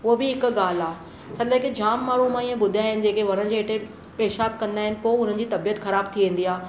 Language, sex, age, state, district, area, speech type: Sindhi, female, 30-45, Maharashtra, Mumbai Suburban, urban, spontaneous